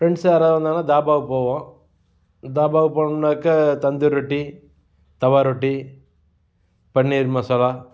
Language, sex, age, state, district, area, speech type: Tamil, male, 45-60, Tamil Nadu, Namakkal, rural, spontaneous